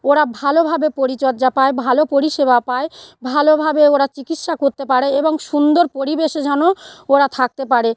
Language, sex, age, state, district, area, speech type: Bengali, female, 45-60, West Bengal, South 24 Parganas, rural, spontaneous